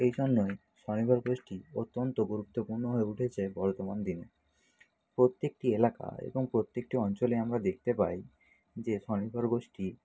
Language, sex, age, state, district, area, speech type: Bengali, male, 60+, West Bengal, Nadia, rural, spontaneous